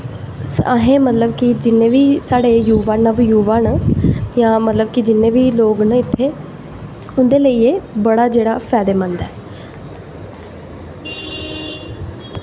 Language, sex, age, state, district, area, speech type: Dogri, female, 18-30, Jammu and Kashmir, Jammu, urban, spontaneous